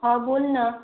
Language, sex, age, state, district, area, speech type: Marathi, female, 18-30, Maharashtra, Wardha, rural, conversation